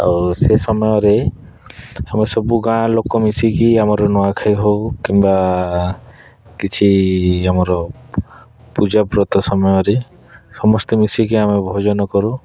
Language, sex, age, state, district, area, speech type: Odia, male, 30-45, Odisha, Kalahandi, rural, spontaneous